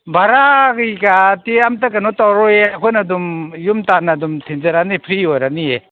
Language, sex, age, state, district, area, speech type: Manipuri, male, 45-60, Manipur, Kangpokpi, urban, conversation